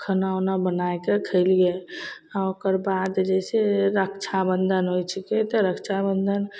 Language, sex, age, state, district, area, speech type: Maithili, female, 30-45, Bihar, Begusarai, rural, spontaneous